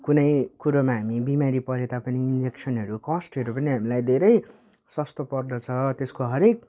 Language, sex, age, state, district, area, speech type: Nepali, male, 18-30, West Bengal, Jalpaiguri, rural, spontaneous